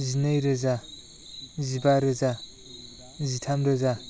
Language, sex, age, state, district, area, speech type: Bodo, male, 30-45, Assam, Chirang, urban, spontaneous